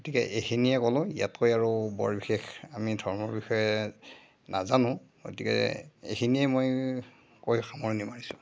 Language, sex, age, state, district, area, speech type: Assamese, male, 60+, Assam, Darrang, rural, spontaneous